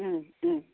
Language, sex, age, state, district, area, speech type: Assamese, female, 60+, Assam, Charaideo, rural, conversation